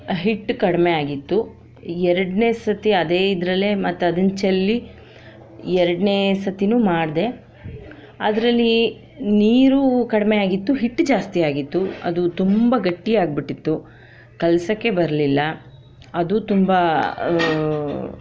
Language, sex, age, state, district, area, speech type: Kannada, female, 30-45, Karnataka, Shimoga, rural, spontaneous